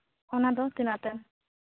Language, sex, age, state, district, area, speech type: Santali, female, 18-30, Jharkhand, East Singhbhum, rural, conversation